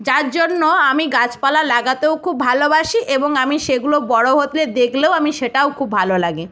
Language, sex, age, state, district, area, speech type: Bengali, female, 60+, West Bengal, Nadia, rural, spontaneous